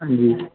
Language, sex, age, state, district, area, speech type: Dogri, male, 30-45, Jammu and Kashmir, Udhampur, rural, conversation